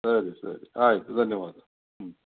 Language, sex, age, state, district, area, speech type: Kannada, male, 45-60, Karnataka, Bangalore Urban, urban, conversation